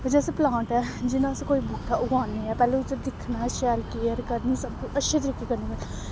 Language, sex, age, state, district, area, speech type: Dogri, female, 18-30, Jammu and Kashmir, Samba, rural, spontaneous